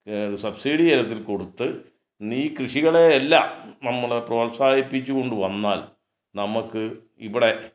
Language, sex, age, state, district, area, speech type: Malayalam, male, 60+, Kerala, Kottayam, rural, spontaneous